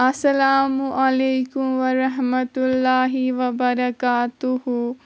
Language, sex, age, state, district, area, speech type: Kashmiri, female, 18-30, Jammu and Kashmir, Kulgam, rural, spontaneous